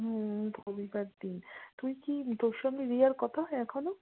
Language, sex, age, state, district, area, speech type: Bengali, female, 45-60, West Bengal, South 24 Parganas, rural, conversation